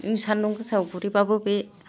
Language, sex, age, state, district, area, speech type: Bodo, female, 45-60, Assam, Kokrajhar, urban, spontaneous